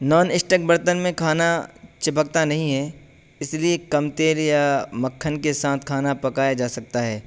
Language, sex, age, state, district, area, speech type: Urdu, male, 18-30, Uttar Pradesh, Saharanpur, urban, spontaneous